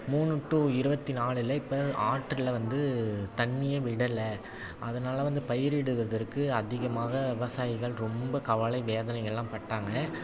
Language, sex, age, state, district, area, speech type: Tamil, male, 30-45, Tamil Nadu, Thanjavur, urban, spontaneous